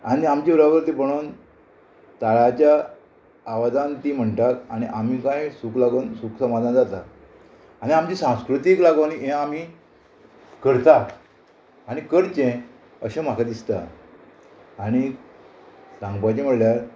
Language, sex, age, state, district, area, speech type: Goan Konkani, male, 60+, Goa, Murmgao, rural, spontaneous